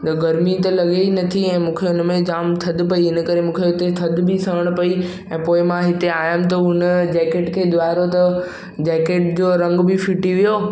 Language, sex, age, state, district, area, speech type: Sindhi, male, 18-30, Maharashtra, Mumbai Suburban, urban, spontaneous